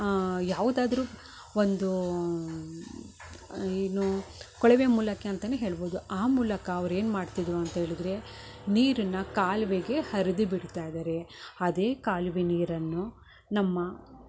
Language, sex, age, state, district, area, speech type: Kannada, female, 30-45, Karnataka, Mysore, rural, spontaneous